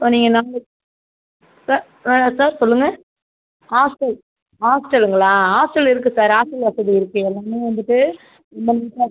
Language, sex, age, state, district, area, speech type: Tamil, female, 45-60, Tamil Nadu, Cuddalore, rural, conversation